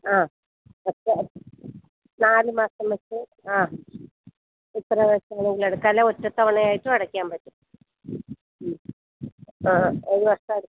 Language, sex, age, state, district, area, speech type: Malayalam, female, 45-60, Kerala, Kottayam, rural, conversation